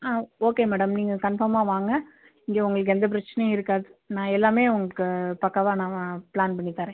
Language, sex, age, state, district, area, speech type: Tamil, female, 18-30, Tamil Nadu, Tiruchirappalli, rural, conversation